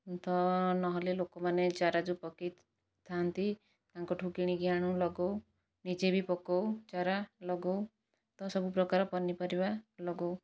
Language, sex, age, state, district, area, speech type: Odia, female, 45-60, Odisha, Kandhamal, rural, spontaneous